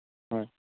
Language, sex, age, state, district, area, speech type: Assamese, male, 18-30, Assam, Kamrup Metropolitan, urban, conversation